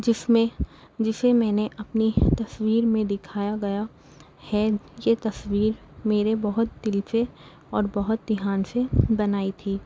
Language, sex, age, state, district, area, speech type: Urdu, female, 18-30, Delhi, Central Delhi, urban, spontaneous